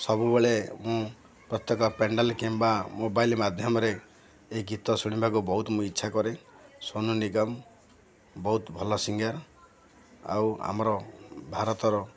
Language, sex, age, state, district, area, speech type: Odia, male, 45-60, Odisha, Ganjam, urban, spontaneous